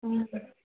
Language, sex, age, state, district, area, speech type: Telugu, female, 45-60, Andhra Pradesh, East Godavari, rural, conversation